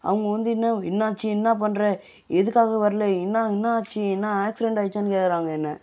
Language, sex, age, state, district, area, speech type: Tamil, male, 30-45, Tamil Nadu, Viluppuram, rural, spontaneous